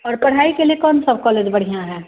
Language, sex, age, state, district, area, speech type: Hindi, female, 45-60, Bihar, Madhubani, rural, conversation